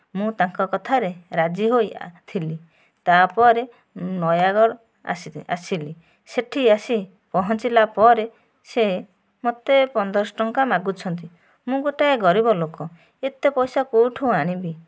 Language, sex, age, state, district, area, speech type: Odia, female, 30-45, Odisha, Nayagarh, rural, spontaneous